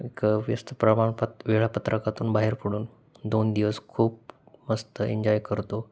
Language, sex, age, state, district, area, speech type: Marathi, male, 30-45, Maharashtra, Osmanabad, rural, spontaneous